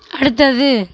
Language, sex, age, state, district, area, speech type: Tamil, female, 45-60, Tamil Nadu, Tiruchirappalli, rural, read